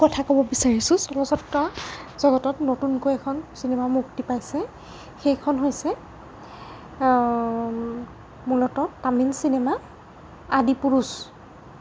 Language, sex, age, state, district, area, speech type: Assamese, female, 60+, Assam, Nagaon, rural, spontaneous